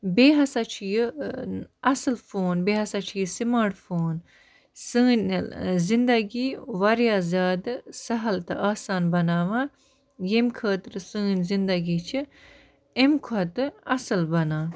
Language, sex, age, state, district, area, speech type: Kashmiri, female, 30-45, Jammu and Kashmir, Baramulla, rural, spontaneous